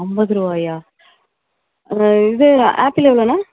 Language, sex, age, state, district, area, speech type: Tamil, female, 30-45, Tamil Nadu, Nagapattinam, rural, conversation